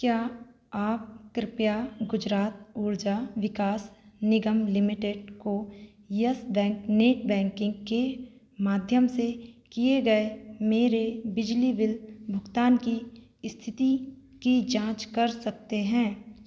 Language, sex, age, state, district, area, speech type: Hindi, female, 30-45, Madhya Pradesh, Seoni, rural, read